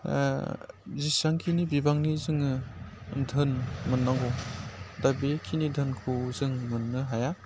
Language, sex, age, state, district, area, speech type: Bodo, male, 30-45, Assam, Udalguri, rural, spontaneous